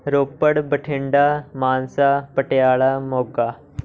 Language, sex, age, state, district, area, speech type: Punjabi, male, 18-30, Punjab, Shaheed Bhagat Singh Nagar, urban, spontaneous